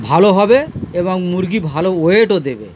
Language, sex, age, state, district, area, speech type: Bengali, male, 60+, West Bengal, Dakshin Dinajpur, urban, spontaneous